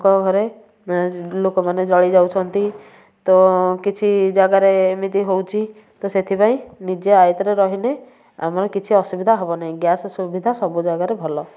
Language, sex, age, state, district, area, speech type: Odia, female, 30-45, Odisha, Kendujhar, urban, spontaneous